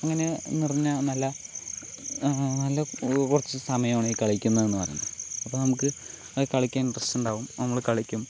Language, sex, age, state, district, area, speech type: Malayalam, male, 18-30, Kerala, Palakkad, rural, spontaneous